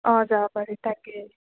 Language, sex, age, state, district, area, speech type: Assamese, female, 18-30, Assam, Goalpara, urban, conversation